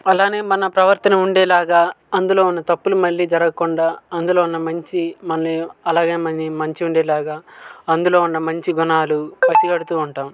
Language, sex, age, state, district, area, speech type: Telugu, male, 18-30, Andhra Pradesh, Guntur, urban, spontaneous